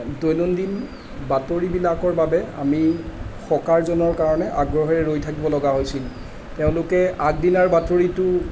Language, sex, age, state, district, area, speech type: Assamese, male, 45-60, Assam, Charaideo, urban, spontaneous